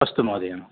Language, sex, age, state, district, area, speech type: Sanskrit, male, 45-60, Telangana, Ranga Reddy, urban, conversation